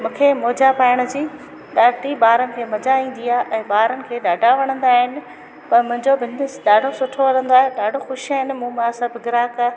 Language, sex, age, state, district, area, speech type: Sindhi, female, 45-60, Gujarat, Junagadh, urban, spontaneous